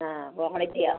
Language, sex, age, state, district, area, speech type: Malayalam, female, 60+, Kerala, Kottayam, rural, conversation